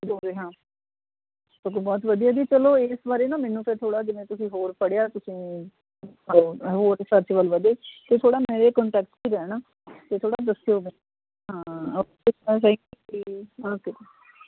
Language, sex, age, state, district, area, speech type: Punjabi, female, 30-45, Punjab, Amritsar, urban, conversation